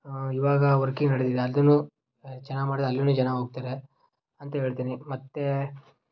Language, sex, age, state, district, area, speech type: Kannada, male, 18-30, Karnataka, Koppal, rural, spontaneous